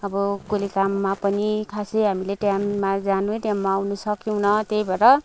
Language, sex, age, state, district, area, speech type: Nepali, female, 30-45, West Bengal, Kalimpong, rural, spontaneous